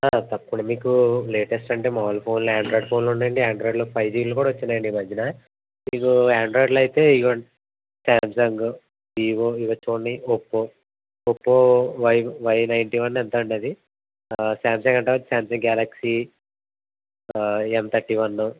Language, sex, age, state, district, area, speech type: Telugu, male, 18-30, Andhra Pradesh, East Godavari, rural, conversation